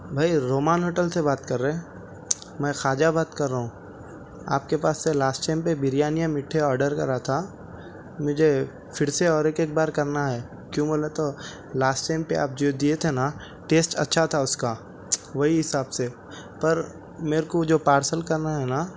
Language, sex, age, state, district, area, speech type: Urdu, male, 18-30, Telangana, Hyderabad, urban, spontaneous